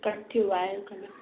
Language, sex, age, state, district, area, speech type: Sindhi, female, 60+, Maharashtra, Mumbai Suburban, urban, conversation